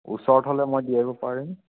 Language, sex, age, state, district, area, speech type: Assamese, male, 30-45, Assam, Dibrugarh, rural, conversation